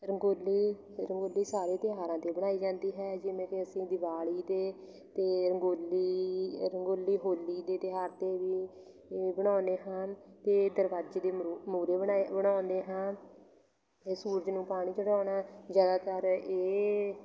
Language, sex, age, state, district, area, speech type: Punjabi, female, 18-30, Punjab, Fatehgarh Sahib, rural, spontaneous